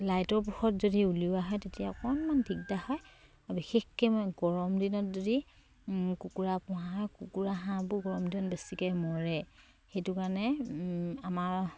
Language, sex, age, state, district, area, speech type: Assamese, female, 30-45, Assam, Sivasagar, rural, spontaneous